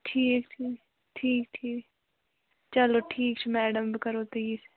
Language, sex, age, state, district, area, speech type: Kashmiri, female, 18-30, Jammu and Kashmir, Budgam, rural, conversation